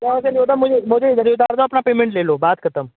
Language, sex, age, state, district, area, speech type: Hindi, male, 18-30, Rajasthan, Bharatpur, urban, conversation